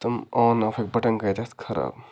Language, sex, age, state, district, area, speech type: Kashmiri, male, 30-45, Jammu and Kashmir, Budgam, rural, spontaneous